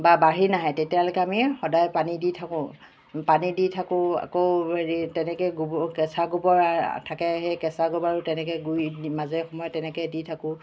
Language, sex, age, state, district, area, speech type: Assamese, female, 45-60, Assam, Charaideo, urban, spontaneous